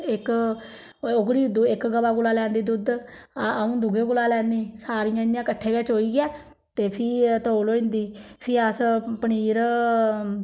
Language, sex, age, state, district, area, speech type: Dogri, female, 30-45, Jammu and Kashmir, Samba, rural, spontaneous